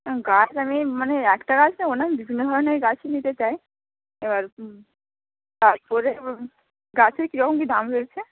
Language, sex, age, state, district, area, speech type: Bengali, female, 30-45, West Bengal, Bankura, urban, conversation